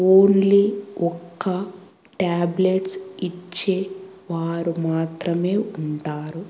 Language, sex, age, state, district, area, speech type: Telugu, female, 18-30, Andhra Pradesh, Kadapa, rural, spontaneous